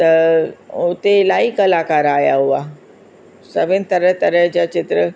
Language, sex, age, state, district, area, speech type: Sindhi, female, 60+, Uttar Pradesh, Lucknow, rural, spontaneous